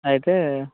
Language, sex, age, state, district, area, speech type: Telugu, male, 30-45, Andhra Pradesh, Eluru, rural, conversation